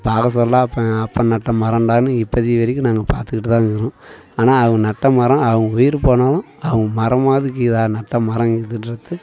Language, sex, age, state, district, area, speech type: Tamil, male, 45-60, Tamil Nadu, Tiruvannamalai, rural, spontaneous